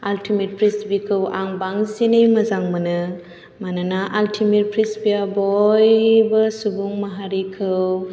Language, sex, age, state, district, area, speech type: Bodo, female, 18-30, Assam, Chirang, rural, spontaneous